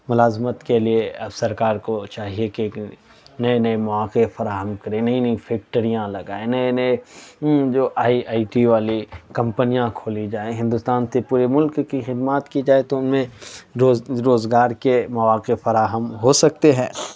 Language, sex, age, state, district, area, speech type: Urdu, male, 18-30, Delhi, South Delhi, urban, spontaneous